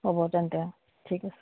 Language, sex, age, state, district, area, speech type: Assamese, female, 45-60, Assam, Biswanath, rural, conversation